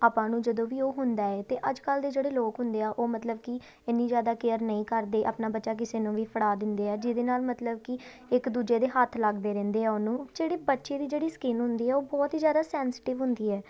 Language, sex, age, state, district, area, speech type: Punjabi, female, 18-30, Punjab, Tarn Taran, urban, spontaneous